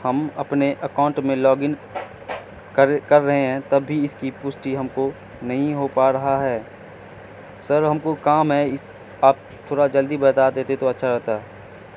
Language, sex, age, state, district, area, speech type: Urdu, male, 18-30, Bihar, Madhubani, rural, spontaneous